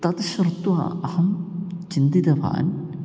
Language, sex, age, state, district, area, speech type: Sanskrit, male, 18-30, Kerala, Kozhikode, rural, spontaneous